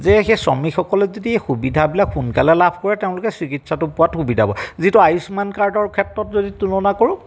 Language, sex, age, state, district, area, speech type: Assamese, male, 45-60, Assam, Golaghat, urban, spontaneous